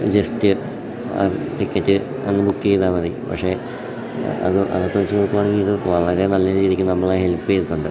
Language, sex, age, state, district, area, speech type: Malayalam, male, 18-30, Kerala, Idukki, rural, spontaneous